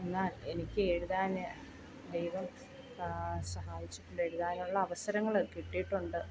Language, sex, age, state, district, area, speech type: Malayalam, female, 30-45, Kerala, Kollam, rural, spontaneous